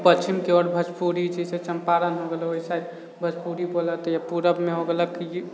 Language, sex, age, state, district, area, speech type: Maithili, male, 18-30, Bihar, Sitamarhi, urban, spontaneous